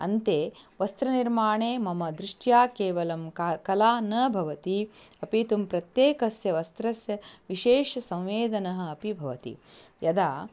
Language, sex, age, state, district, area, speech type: Sanskrit, female, 45-60, Karnataka, Dharwad, urban, spontaneous